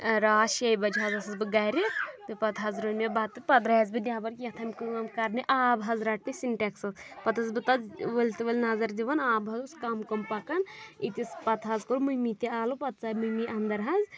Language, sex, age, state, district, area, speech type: Kashmiri, female, 18-30, Jammu and Kashmir, Anantnag, rural, spontaneous